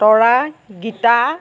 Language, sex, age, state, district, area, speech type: Assamese, female, 18-30, Assam, Nagaon, rural, spontaneous